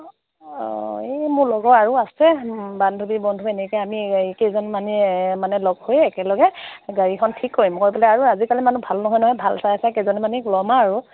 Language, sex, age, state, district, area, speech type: Assamese, female, 30-45, Assam, Morigaon, rural, conversation